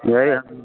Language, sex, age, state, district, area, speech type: Manipuri, male, 60+, Manipur, Imphal East, rural, conversation